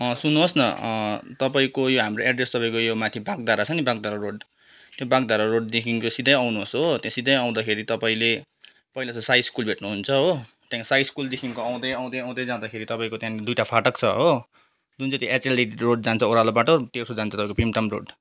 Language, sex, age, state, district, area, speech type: Nepali, male, 30-45, West Bengal, Kalimpong, rural, spontaneous